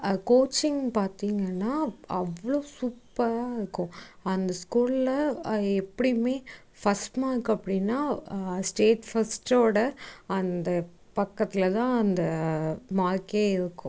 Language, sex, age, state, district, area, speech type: Tamil, female, 45-60, Tamil Nadu, Tiruvarur, rural, spontaneous